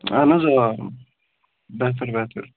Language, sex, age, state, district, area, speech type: Kashmiri, male, 18-30, Jammu and Kashmir, Baramulla, rural, conversation